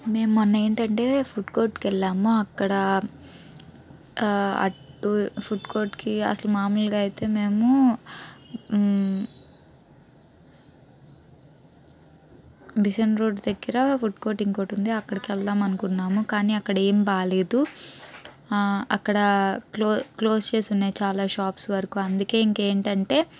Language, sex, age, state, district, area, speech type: Telugu, female, 18-30, Andhra Pradesh, Guntur, urban, spontaneous